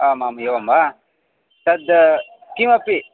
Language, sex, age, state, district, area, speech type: Sanskrit, male, 30-45, Karnataka, Vijayapura, urban, conversation